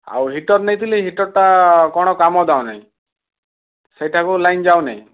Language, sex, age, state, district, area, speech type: Odia, male, 30-45, Odisha, Kalahandi, rural, conversation